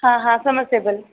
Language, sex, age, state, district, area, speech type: Hindi, female, 45-60, Uttar Pradesh, Sitapur, rural, conversation